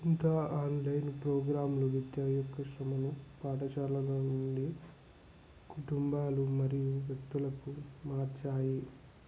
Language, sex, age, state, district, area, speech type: Telugu, male, 18-30, Telangana, Nirmal, rural, spontaneous